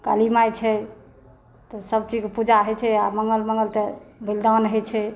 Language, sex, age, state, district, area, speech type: Maithili, female, 60+, Bihar, Saharsa, rural, spontaneous